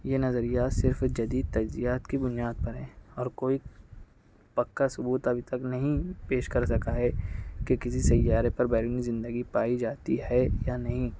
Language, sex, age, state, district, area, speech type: Urdu, male, 45-60, Maharashtra, Nashik, urban, spontaneous